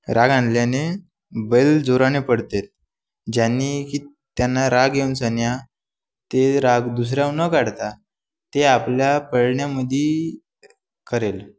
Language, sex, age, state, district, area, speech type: Marathi, male, 18-30, Maharashtra, Wardha, urban, spontaneous